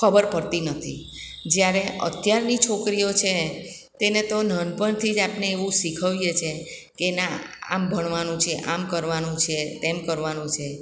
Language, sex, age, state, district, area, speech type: Gujarati, female, 60+, Gujarat, Surat, urban, spontaneous